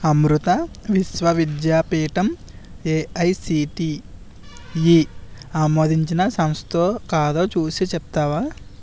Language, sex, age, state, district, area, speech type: Telugu, male, 18-30, Andhra Pradesh, Konaseema, rural, read